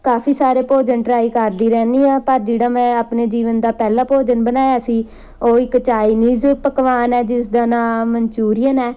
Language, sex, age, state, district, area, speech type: Punjabi, female, 30-45, Punjab, Amritsar, urban, spontaneous